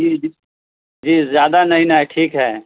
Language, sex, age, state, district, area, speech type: Urdu, male, 30-45, Bihar, East Champaran, urban, conversation